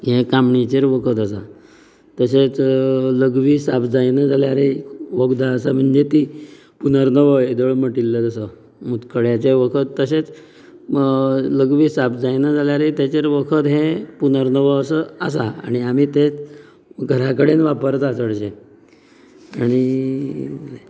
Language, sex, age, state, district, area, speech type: Goan Konkani, male, 30-45, Goa, Canacona, rural, spontaneous